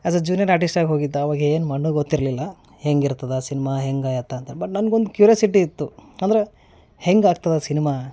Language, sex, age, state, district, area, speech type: Kannada, male, 30-45, Karnataka, Gulbarga, urban, spontaneous